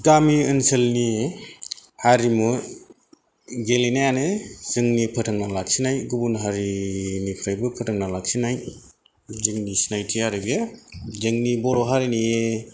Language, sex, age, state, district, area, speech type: Bodo, male, 45-60, Assam, Kokrajhar, rural, spontaneous